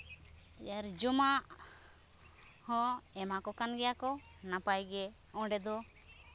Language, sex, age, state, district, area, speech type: Santali, female, 30-45, Jharkhand, Seraikela Kharsawan, rural, spontaneous